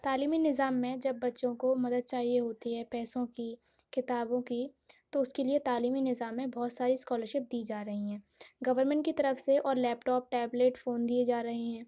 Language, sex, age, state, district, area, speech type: Urdu, female, 18-30, Uttar Pradesh, Aligarh, urban, spontaneous